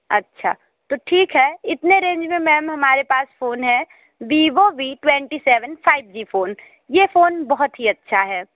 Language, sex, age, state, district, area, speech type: Hindi, female, 45-60, Uttar Pradesh, Sonbhadra, rural, conversation